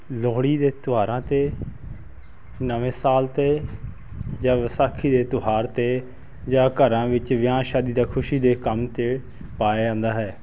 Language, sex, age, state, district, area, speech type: Punjabi, male, 30-45, Punjab, Fazilka, rural, spontaneous